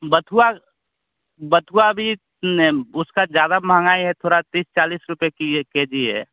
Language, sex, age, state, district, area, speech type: Hindi, male, 30-45, Bihar, Vaishali, urban, conversation